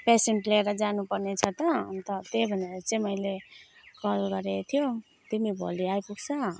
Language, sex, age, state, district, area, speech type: Nepali, female, 30-45, West Bengal, Alipurduar, urban, spontaneous